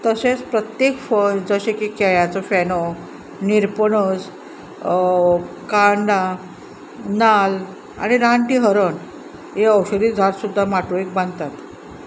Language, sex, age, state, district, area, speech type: Goan Konkani, female, 45-60, Goa, Salcete, urban, spontaneous